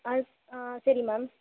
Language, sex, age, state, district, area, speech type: Tamil, female, 18-30, Tamil Nadu, Thanjavur, urban, conversation